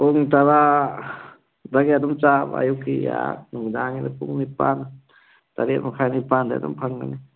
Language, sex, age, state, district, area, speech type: Manipuri, male, 60+, Manipur, Churachandpur, urban, conversation